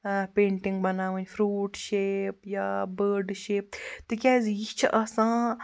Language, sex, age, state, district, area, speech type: Kashmiri, male, 45-60, Jammu and Kashmir, Baramulla, rural, spontaneous